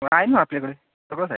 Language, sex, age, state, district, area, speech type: Marathi, male, 30-45, Maharashtra, Amravati, urban, conversation